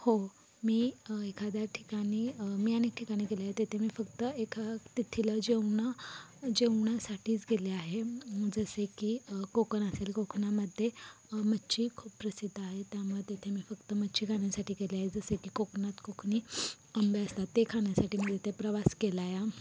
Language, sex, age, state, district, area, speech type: Marathi, female, 18-30, Maharashtra, Satara, urban, spontaneous